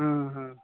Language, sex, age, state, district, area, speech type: Odia, male, 45-60, Odisha, Nabarangpur, rural, conversation